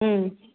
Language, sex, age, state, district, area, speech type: Tamil, female, 60+, Tamil Nadu, Dharmapuri, urban, conversation